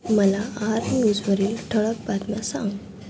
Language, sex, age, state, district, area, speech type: Marathi, female, 18-30, Maharashtra, Thane, urban, read